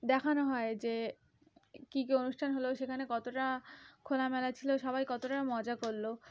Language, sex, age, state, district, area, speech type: Bengali, female, 18-30, West Bengal, Cooch Behar, urban, spontaneous